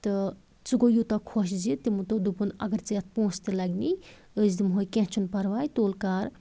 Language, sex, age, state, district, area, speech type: Kashmiri, female, 30-45, Jammu and Kashmir, Anantnag, rural, spontaneous